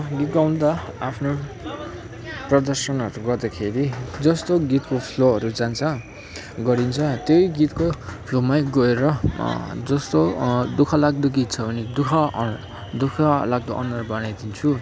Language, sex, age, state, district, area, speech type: Nepali, male, 18-30, West Bengal, Kalimpong, rural, spontaneous